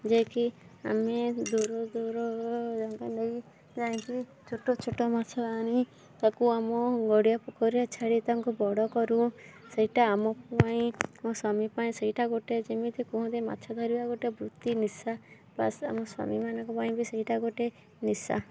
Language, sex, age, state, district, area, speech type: Odia, female, 30-45, Odisha, Kendujhar, urban, spontaneous